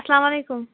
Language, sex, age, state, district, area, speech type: Kashmiri, female, 30-45, Jammu and Kashmir, Shopian, urban, conversation